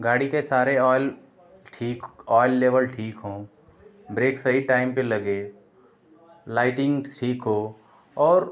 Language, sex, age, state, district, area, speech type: Hindi, male, 30-45, Uttar Pradesh, Ghazipur, urban, spontaneous